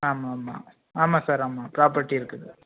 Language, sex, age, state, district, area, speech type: Tamil, male, 18-30, Tamil Nadu, Tirunelveli, rural, conversation